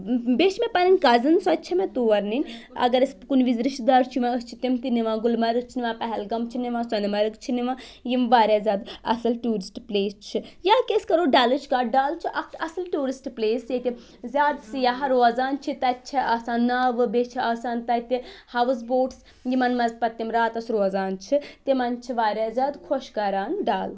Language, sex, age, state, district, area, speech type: Kashmiri, female, 18-30, Jammu and Kashmir, Budgam, urban, spontaneous